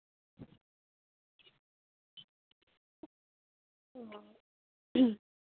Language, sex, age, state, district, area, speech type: Bengali, female, 30-45, West Bengal, Malda, urban, conversation